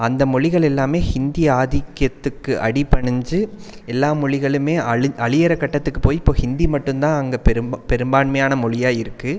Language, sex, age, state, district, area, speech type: Tamil, male, 30-45, Tamil Nadu, Coimbatore, rural, spontaneous